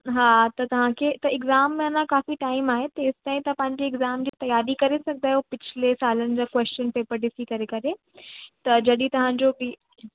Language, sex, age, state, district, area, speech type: Sindhi, female, 18-30, Uttar Pradesh, Lucknow, rural, conversation